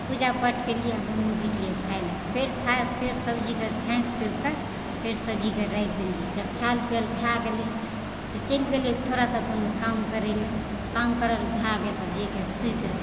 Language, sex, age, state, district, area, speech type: Maithili, female, 30-45, Bihar, Supaul, rural, spontaneous